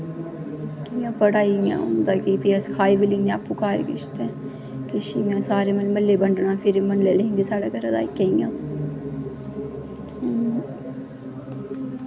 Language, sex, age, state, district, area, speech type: Dogri, female, 18-30, Jammu and Kashmir, Kathua, rural, spontaneous